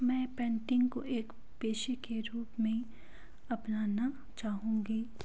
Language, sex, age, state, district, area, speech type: Hindi, female, 18-30, Madhya Pradesh, Katni, urban, spontaneous